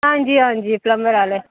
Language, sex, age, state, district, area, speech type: Dogri, female, 18-30, Jammu and Kashmir, Reasi, rural, conversation